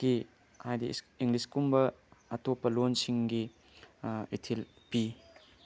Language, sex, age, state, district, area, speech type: Manipuri, male, 18-30, Manipur, Tengnoupal, rural, spontaneous